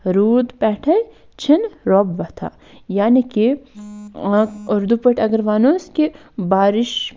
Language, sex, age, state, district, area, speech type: Kashmiri, female, 45-60, Jammu and Kashmir, Budgam, rural, spontaneous